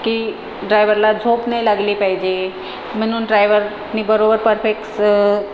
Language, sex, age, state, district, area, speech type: Marathi, female, 45-60, Maharashtra, Nagpur, urban, spontaneous